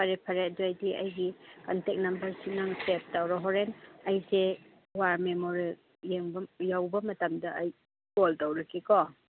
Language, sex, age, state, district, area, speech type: Manipuri, female, 45-60, Manipur, Chandel, rural, conversation